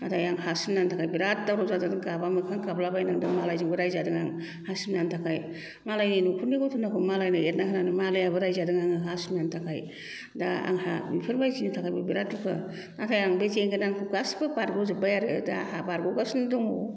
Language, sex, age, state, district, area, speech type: Bodo, female, 60+, Assam, Kokrajhar, rural, spontaneous